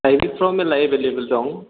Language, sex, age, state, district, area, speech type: Bodo, male, 18-30, Assam, Chirang, rural, conversation